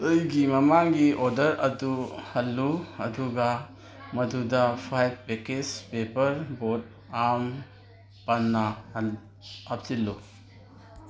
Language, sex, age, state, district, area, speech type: Manipuri, male, 45-60, Manipur, Kangpokpi, urban, read